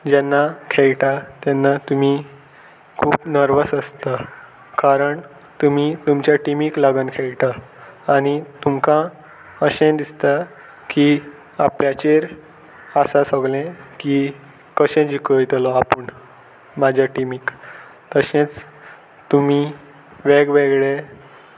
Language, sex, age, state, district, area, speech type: Goan Konkani, male, 18-30, Goa, Salcete, urban, spontaneous